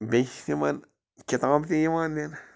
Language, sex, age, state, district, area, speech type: Kashmiri, male, 30-45, Jammu and Kashmir, Bandipora, rural, spontaneous